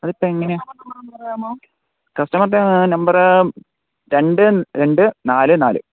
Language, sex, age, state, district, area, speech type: Malayalam, male, 18-30, Kerala, Thiruvananthapuram, rural, conversation